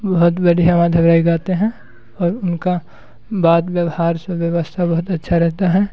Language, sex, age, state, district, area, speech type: Hindi, male, 18-30, Bihar, Muzaffarpur, rural, spontaneous